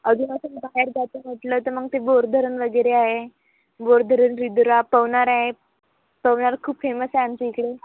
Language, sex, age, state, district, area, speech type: Marathi, female, 18-30, Maharashtra, Wardha, rural, conversation